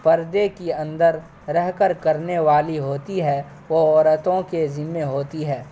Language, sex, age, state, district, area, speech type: Urdu, male, 18-30, Bihar, Saharsa, rural, spontaneous